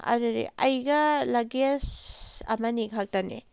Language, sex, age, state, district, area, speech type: Manipuri, female, 30-45, Manipur, Kakching, rural, spontaneous